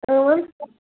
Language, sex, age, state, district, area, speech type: Kashmiri, female, 30-45, Jammu and Kashmir, Baramulla, rural, conversation